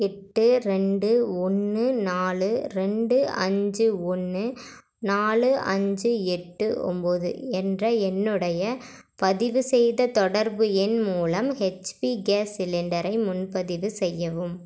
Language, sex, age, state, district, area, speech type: Tamil, female, 18-30, Tamil Nadu, Erode, rural, read